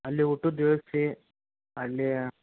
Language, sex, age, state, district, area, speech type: Kannada, male, 18-30, Karnataka, Gadag, urban, conversation